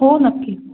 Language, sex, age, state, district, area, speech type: Marathi, female, 30-45, Maharashtra, Pune, urban, conversation